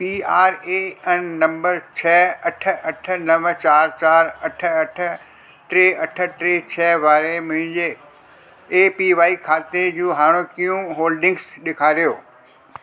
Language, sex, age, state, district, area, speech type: Sindhi, male, 60+, Delhi, South Delhi, urban, read